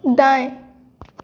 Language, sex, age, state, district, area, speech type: Hindi, female, 18-30, Madhya Pradesh, Jabalpur, urban, read